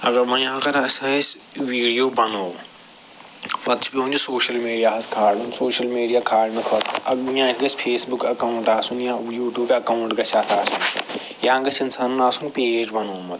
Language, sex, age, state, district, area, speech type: Kashmiri, male, 45-60, Jammu and Kashmir, Srinagar, urban, spontaneous